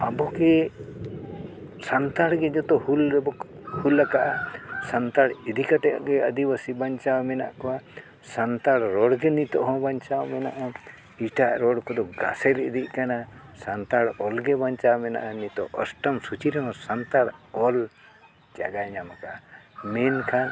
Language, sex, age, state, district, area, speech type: Santali, male, 60+, Odisha, Mayurbhanj, rural, spontaneous